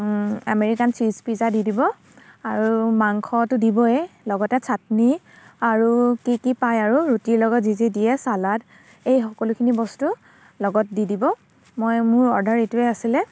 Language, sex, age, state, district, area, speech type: Assamese, female, 30-45, Assam, Dibrugarh, rural, spontaneous